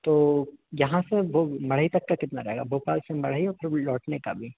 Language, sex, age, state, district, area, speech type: Hindi, male, 30-45, Madhya Pradesh, Hoshangabad, urban, conversation